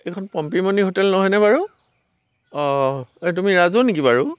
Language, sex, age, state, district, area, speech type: Assamese, male, 60+, Assam, Tinsukia, rural, spontaneous